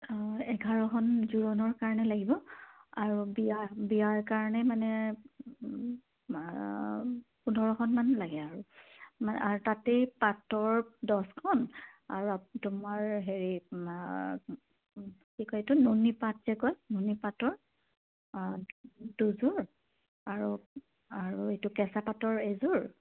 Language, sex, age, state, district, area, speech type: Assamese, female, 45-60, Assam, Kamrup Metropolitan, urban, conversation